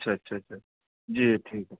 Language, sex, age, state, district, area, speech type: Urdu, male, 45-60, Uttar Pradesh, Rampur, urban, conversation